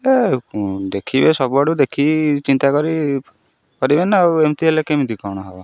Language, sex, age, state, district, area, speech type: Odia, male, 18-30, Odisha, Jagatsinghpur, rural, spontaneous